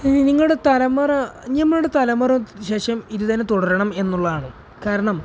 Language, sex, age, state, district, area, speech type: Malayalam, male, 18-30, Kerala, Malappuram, rural, spontaneous